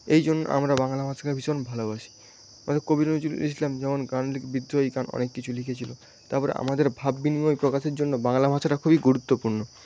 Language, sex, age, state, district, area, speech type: Bengali, male, 18-30, West Bengal, Paschim Medinipur, rural, spontaneous